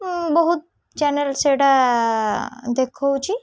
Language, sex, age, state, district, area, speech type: Odia, female, 30-45, Odisha, Kendrapara, urban, spontaneous